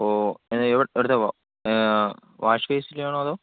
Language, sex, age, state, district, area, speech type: Malayalam, male, 18-30, Kerala, Thiruvananthapuram, rural, conversation